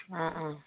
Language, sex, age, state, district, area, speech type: Manipuri, female, 60+, Manipur, Imphal East, rural, conversation